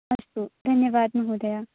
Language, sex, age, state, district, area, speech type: Sanskrit, female, 18-30, Maharashtra, Sangli, rural, conversation